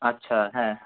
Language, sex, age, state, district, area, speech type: Bengali, male, 18-30, West Bengal, Kolkata, urban, conversation